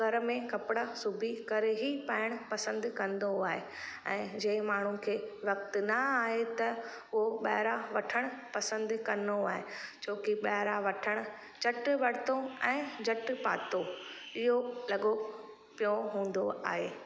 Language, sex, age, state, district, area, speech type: Sindhi, female, 30-45, Rajasthan, Ajmer, urban, spontaneous